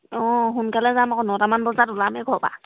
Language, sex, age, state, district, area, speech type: Assamese, female, 18-30, Assam, Sivasagar, rural, conversation